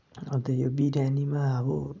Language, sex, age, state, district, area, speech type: Nepali, male, 45-60, West Bengal, Darjeeling, rural, spontaneous